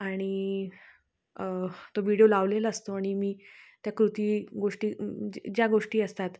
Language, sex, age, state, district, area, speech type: Marathi, female, 30-45, Maharashtra, Satara, urban, spontaneous